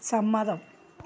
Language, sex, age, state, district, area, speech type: Malayalam, female, 60+, Kerala, Malappuram, rural, read